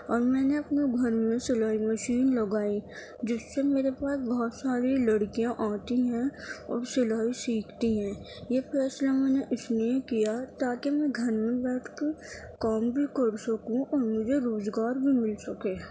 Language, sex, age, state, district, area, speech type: Urdu, female, 45-60, Delhi, Central Delhi, urban, spontaneous